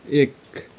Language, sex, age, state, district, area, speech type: Nepali, male, 30-45, West Bengal, Kalimpong, rural, read